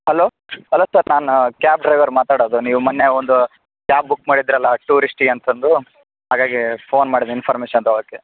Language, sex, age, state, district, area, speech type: Kannada, male, 30-45, Karnataka, Raichur, rural, conversation